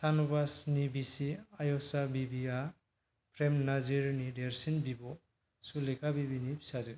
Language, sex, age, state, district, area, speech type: Bodo, male, 18-30, Assam, Kokrajhar, rural, read